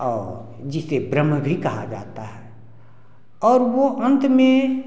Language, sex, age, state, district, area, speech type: Hindi, male, 60+, Bihar, Samastipur, rural, spontaneous